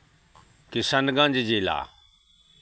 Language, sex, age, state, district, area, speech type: Maithili, male, 60+, Bihar, Araria, rural, spontaneous